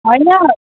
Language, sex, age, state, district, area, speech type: Nepali, female, 18-30, West Bengal, Darjeeling, rural, conversation